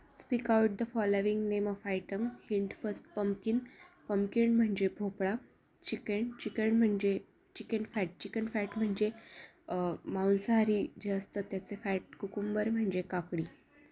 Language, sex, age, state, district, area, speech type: Marathi, female, 18-30, Maharashtra, Ahmednagar, rural, spontaneous